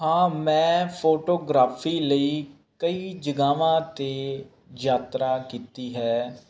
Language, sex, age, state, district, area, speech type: Punjabi, male, 18-30, Punjab, Faridkot, urban, spontaneous